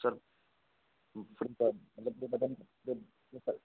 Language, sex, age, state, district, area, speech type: Hindi, male, 18-30, Uttar Pradesh, Bhadohi, urban, conversation